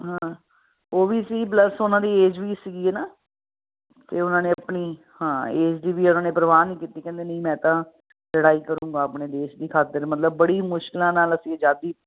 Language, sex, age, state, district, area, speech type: Punjabi, female, 45-60, Punjab, Ludhiana, urban, conversation